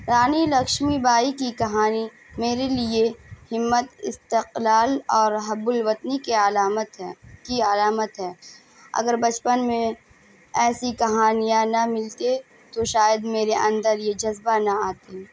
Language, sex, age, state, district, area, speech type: Urdu, female, 18-30, Bihar, Madhubani, urban, spontaneous